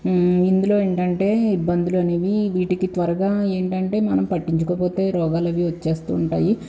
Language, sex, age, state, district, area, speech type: Telugu, female, 18-30, Andhra Pradesh, Guntur, urban, spontaneous